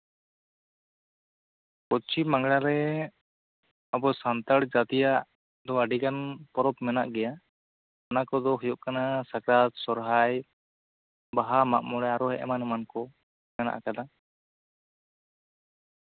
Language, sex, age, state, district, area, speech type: Santali, male, 18-30, West Bengal, Bankura, rural, conversation